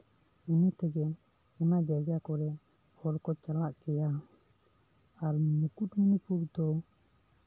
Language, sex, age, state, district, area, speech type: Santali, male, 18-30, West Bengal, Bankura, rural, spontaneous